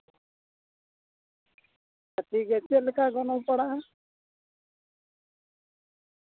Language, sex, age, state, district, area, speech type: Santali, male, 45-60, Jharkhand, East Singhbhum, rural, conversation